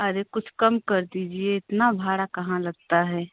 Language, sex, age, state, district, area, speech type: Hindi, female, 30-45, Uttar Pradesh, Prayagraj, rural, conversation